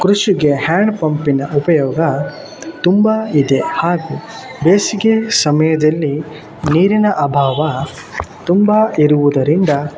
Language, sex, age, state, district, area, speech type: Kannada, male, 18-30, Karnataka, Shimoga, rural, spontaneous